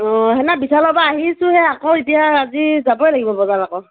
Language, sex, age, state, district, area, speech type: Assamese, female, 30-45, Assam, Morigaon, rural, conversation